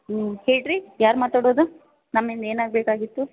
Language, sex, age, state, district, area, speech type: Kannada, female, 18-30, Karnataka, Dharwad, rural, conversation